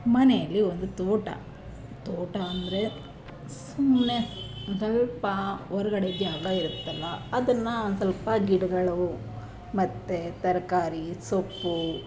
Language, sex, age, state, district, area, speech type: Kannada, female, 30-45, Karnataka, Chamarajanagar, rural, spontaneous